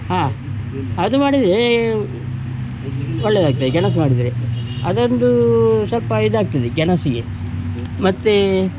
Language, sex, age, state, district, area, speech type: Kannada, male, 60+, Karnataka, Udupi, rural, spontaneous